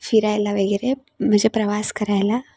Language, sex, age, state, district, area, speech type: Marathi, female, 18-30, Maharashtra, Sindhudurg, rural, spontaneous